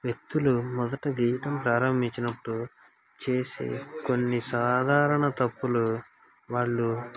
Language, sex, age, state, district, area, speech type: Telugu, male, 18-30, Andhra Pradesh, Srikakulam, rural, spontaneous